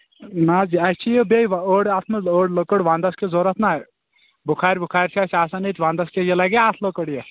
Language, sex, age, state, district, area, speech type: Kashmiri, male, 18-30, Jammu and Kashmir, Kulgam, urban, conversation